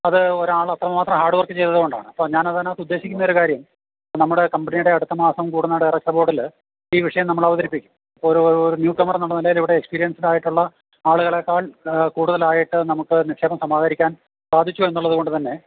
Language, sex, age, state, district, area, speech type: Malayalam, male, 60+, Kerala, Idukki, rural, conversation